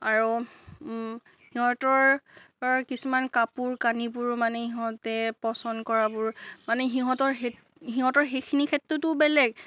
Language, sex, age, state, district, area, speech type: Assamese, female, 30-45, Assam, Nagaon, rural, spontaneous